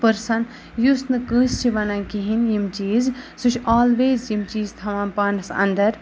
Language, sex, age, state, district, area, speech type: Kashmiri, female, 18-30, Jammu and Kashmir, Ganderbal, rural, spontaneous